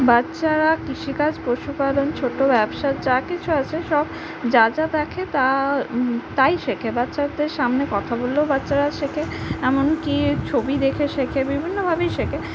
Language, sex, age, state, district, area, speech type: Bengali, female, 30-45, West Bengal, Purba Medinipur, rural, spontaneous